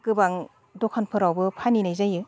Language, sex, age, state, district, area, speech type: Bodo, female, 45-60, Assam, Udalguri, rural, spontaneous